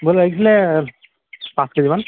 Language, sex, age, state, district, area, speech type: Assamese, male, 18-30, Assam, Sivasagar, urban, conversation